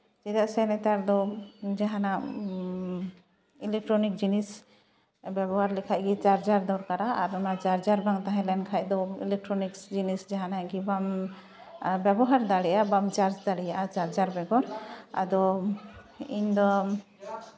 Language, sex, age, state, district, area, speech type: Santali, female, 30-45, West Bengal, Malda, rural, spontaneous